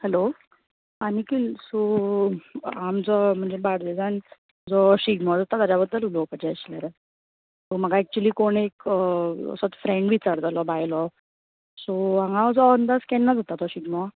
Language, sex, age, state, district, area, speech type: Goan Konkani, female, 18-30, Goa, Bardez, urban, conversation